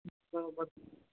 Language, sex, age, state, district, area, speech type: Gujarati, male, 18-30, Gujarat, Ahmedabad, urban, conversation